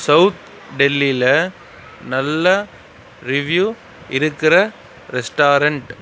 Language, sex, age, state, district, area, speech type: Tamil, male, 45-60, Tamil Nadu, Sivaganga, urban, read